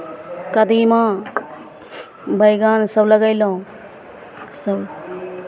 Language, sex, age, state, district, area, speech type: Maithili, female, 60+, Bihar, Begusarai, urban, spontaneous